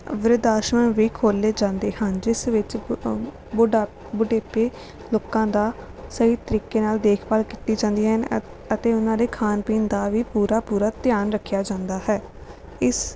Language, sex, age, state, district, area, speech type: Punjabi, female, 18-30, Punjab, Rupnagar, rural, spontaneous